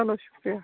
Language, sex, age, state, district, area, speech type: Kashmiri, female, 18-30, Jammu and Kashmir, Baramulla, rural, conversation